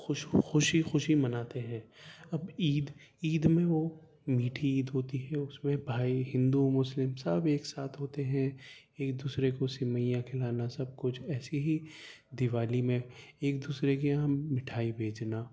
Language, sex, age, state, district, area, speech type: Urdu, male, 18-30, Delhi, Central Delhi, urban, spontaneous